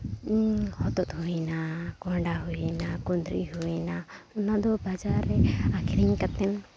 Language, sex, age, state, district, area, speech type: Santali, female, 30-45, Jharkhand, Seraikela Kharsawan, rural, spontaneous